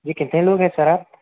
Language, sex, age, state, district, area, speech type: Urdu, male, 45-60, Telangana, Hyderabad, urban, conversation